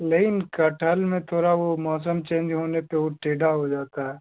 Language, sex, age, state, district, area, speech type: Hindi, male, 18-30, Bihar, Darbhanga, urban, conversation